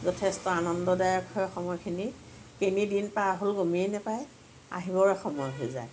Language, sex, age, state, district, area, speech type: Assamese, female, 45-60, Assam, Lakhimpur, rural, spontaneous